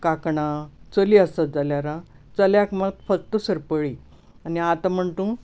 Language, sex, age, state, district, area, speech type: Goan Konkani, female, 60+, Goa, Bardez, urban, spontaneous